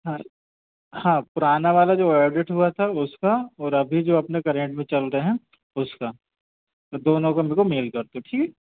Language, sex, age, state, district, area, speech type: Hindi, male, 30-45, Madhya Pradesh, Hoshangabad, rural, conversation